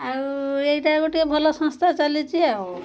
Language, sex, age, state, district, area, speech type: Odia, female, 45-60, Odisha, Koraput, urban, spontaneous